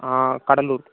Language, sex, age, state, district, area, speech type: Tamil, male, 18-30, Tamil Nadu, Mayiladuthurai, urban, conversation